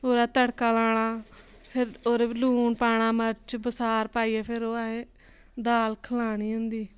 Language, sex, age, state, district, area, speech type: Dogri, female, 18-30, Jammu and Kashmir, Samba, rural, spontaneous